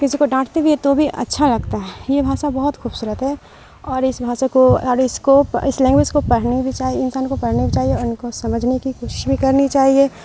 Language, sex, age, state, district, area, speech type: Urdu, female, 30-45, Bihar, Supaul, rural, spontaneous